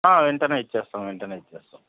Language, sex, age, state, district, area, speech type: Telugu, male, 30-45, Andhra Pradesh, Anantapur, rural, conversation